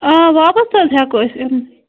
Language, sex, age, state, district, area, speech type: Kashmiri, female, 30-45, Jammu and Kashmir, Bandipora, rural, conversation